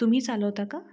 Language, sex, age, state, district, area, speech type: Marathi, female, 30-45, Maharashtra, Satara, urban, spontaneous